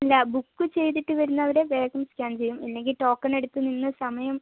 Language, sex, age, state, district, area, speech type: Malayalam, female, 45-60, Kerala, Kozhikode, urban, conversation